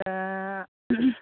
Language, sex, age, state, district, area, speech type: Bodo, female, 60+, Assam, Kokrajhar, rural, conversation